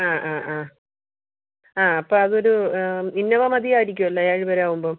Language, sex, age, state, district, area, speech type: Malayalam, female, 30-45, Kerala, Thiruvananthapuram, rural, conversation